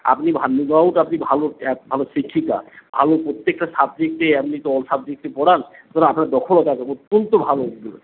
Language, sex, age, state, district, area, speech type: Bengali, male, 45-60, West Bengal, Paschim Medinipur, rural, conversation